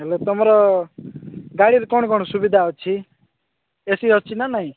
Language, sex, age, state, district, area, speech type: Odia, male, 45-60, Odisha, Nabarangpur, rural, conversation